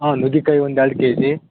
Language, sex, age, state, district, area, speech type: Kannada, male, 18-30, Karnataka, Bellary, rural, conversation